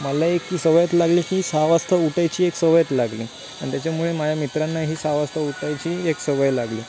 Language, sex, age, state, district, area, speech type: Marathi, male, 18-30, Maharashtra, Ratnagiri, rural, spontaneous